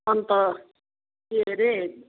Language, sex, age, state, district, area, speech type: Nepali, female, 60+, West Bengal, Kalimpong, rural, conversation